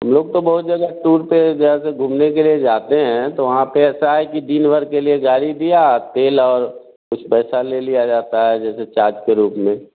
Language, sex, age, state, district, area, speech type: Hindi, male, 45-60, Bihar, Vaishali, rural, conversation